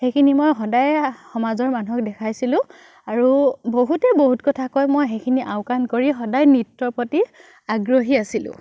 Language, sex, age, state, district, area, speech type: Assamese, female, 30-45, Assam, Biswanath, rural, spontaneous